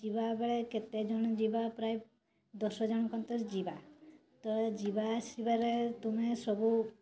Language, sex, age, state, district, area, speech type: Odia, female, 30-45, Odisha, Mayurbhanj, rural, spontaneous